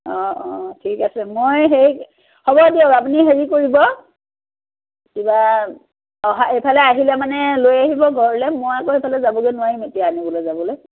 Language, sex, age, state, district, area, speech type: Assamese, female, 45-60, Assam, Biswanath, rural, conversation